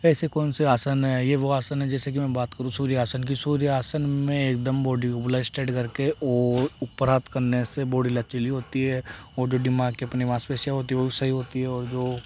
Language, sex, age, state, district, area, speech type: Hindi, male, 18-30, Rajasthan, Jaipur, urban, spontaneous